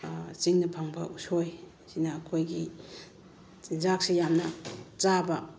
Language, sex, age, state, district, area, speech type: Manipuri, female, 45-60, Manipur, Bishnupur, rural, spontaneous